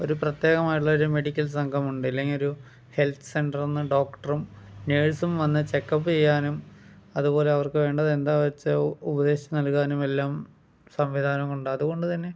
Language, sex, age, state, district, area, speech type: Malayalam, male, 30-45, Kerala, Palakkad, urban, spontaneous